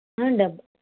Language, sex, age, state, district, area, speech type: Telugu, female, 18-30, Andhra Pradesh, Eluru, rural, conversation